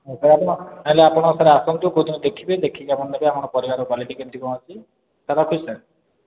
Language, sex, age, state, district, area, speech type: Odia, male, 18-30, Odisha, Khordha, rural, conversation